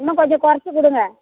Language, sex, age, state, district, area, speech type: Tamil, female, 60+, Tamil Nadu, Tiruvannamalai, rural, conversation